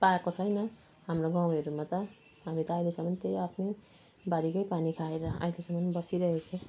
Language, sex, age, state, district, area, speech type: Nepali, female, 60+, West Bengal, Kalimpong, rural, spontaneous